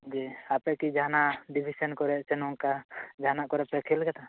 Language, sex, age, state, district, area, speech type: Santali, male, 18-30, West Bengal, Bankura, rural, conversation